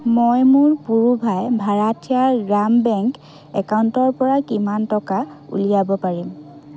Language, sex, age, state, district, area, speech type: Assamese, female, 45-60, Assam, Dhemaji, rural, read